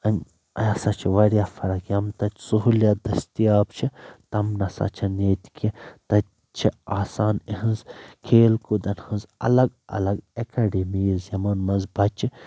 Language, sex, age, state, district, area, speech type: Kashmiri, male, 18-30, Jammu and Kashmir, Baramulla, rural, spontaneous